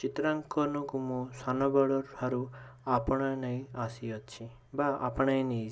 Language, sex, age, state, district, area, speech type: Odia, male, 18-30, Odisha, Bhadrak, rural, spontaneous